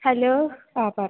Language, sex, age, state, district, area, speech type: Malayalam, female, 18-30, Kerala, Idukki, rural, conversation